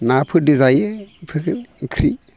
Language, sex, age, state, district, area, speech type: Bodo, male, 60+, Assam, Baksa, urban, spontaneous